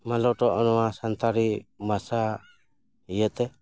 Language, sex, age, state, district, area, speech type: Santali, male, 60+, West Bengal, Paschim Bardhaman, rural, spontaneous